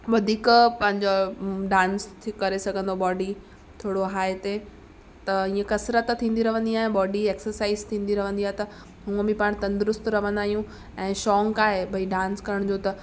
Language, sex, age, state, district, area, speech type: Sindhi, female, 18-30, Gujarat, Kutch, rural, spontaneous